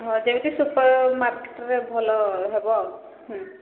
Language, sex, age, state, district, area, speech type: Odia, female, 30-45, Odisha, Sambalpur, rural, conversation